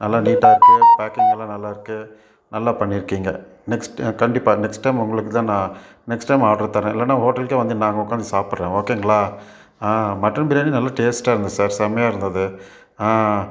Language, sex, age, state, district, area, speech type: Tamil, male, 45-60, Tamil Nadu, Salem, urban, spontaneous